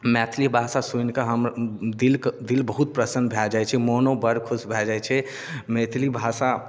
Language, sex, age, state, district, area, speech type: Maithili, male, 18-30, Bihar, Darbhanga, rural, spontaneous